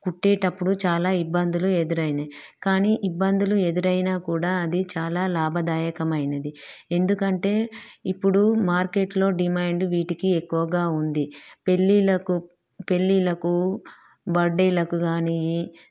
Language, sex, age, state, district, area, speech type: Telugu, female, 30-45, Telangana, Peddapalli, rural, spontaneous